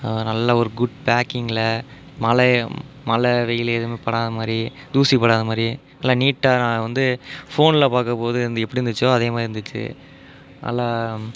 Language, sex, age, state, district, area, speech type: Tamil, male, 30-45, Tamil Nadu, Pudukkottai, rural, spontaneous